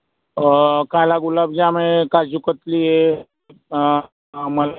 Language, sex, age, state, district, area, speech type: Marathi, other, 18-30, Maharashtra, Buldhana, rural, conversation